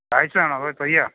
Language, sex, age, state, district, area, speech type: Malayalam, male, 60+, Kerala, Idukki, rural, conversation